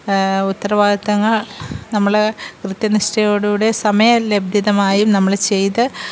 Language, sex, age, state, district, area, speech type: Malayalam, female, 45-60, Kerala, Kollam, rural, spontaneous